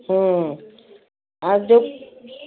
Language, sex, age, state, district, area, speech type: Odia, female, 45-60, Odisha, Cuttack, urban, conversation